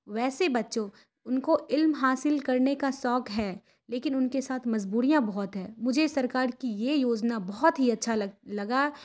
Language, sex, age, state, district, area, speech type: Urdu, female, 30-45, Bihar, Khagaria, rural, spontaneous